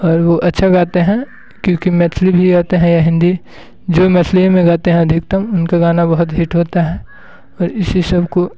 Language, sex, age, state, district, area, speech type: Hindi, male, 18-30, Bihar, Muzaffarpur, rural, spontaneous